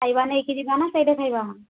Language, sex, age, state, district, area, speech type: Odia, female, 60+, Odisha, Angul, rural, conversation